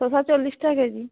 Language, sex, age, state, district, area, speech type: Bengali, female, 45-60, West Bengal, Uttar Dinajpur, urban, conversation